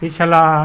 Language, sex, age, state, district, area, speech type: Hindi, male, 60+, Uttar Pradesh, Azamgarh, rural, read